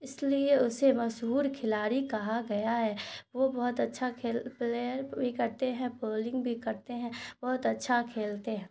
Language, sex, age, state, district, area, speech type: Urdu, female, 18-30, Bihar, Khagaria, rural, spontaneous